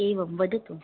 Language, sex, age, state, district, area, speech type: Sanskrit, female, 18-30, Maharashtra, Chandrapur, rural, conversation